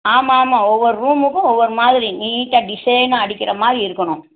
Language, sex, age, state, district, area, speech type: Tamil, female, 45-60, Tamil Nadu, Madurai, urban, conversation